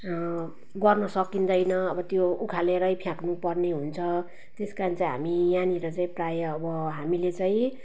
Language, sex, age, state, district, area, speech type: Nepali, female, 45-60, West Bengal, Jalpaiguri, urban, spontaneous